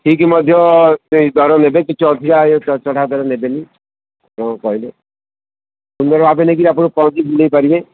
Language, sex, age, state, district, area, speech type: Odia, male, 45-60, Odisha, Ganjam, urban, conversation